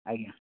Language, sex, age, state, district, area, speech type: Odia, male, 18-30, Odisha, Nayagarh, rural, conversation